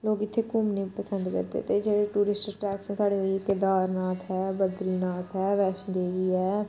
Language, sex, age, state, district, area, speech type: Dogri, female, 60+, Jammu and Kashmir, Reasi, rural, spontaneous